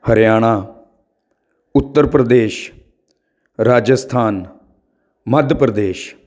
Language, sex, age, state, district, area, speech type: Punjabi, male, 45-60, Punjab, Patiala, urban, spontaneous